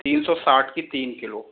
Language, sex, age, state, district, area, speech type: Hindi, male, 18-30, Rajasthan, Jaipur, urban, conversation